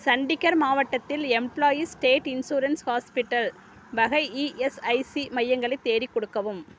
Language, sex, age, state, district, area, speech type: Tamil, female, 30-45, Tamil Nadu, Dharmapuri, rural, read